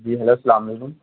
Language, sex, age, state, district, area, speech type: Urdu, male, 18-30, Bihar, Purnia, rural, conversation